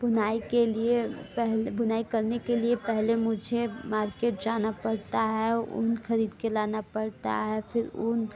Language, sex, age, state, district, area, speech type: Hindi, female, 18-30, Uttar Pradesh, Mirzapur, urban, spontaneous